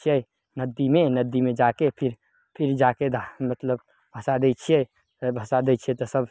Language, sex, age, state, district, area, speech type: Maithili, male, 18-30, Bihar, Samastipur, rural, spontaneous